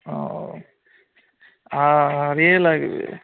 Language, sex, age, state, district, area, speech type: Bengali, male, 18-30, West Bengal, Darjeeling, rural, conversation